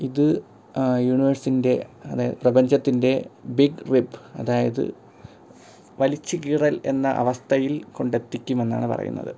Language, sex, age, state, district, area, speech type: Malayalam, male, 18-30, Kerala, Thiruvananthapuram, rural, spontaneous